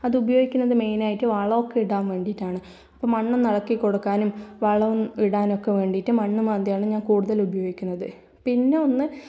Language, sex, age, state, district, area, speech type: Malayalam, female, 18-30, Kerala, Kannur, rural, spontaneous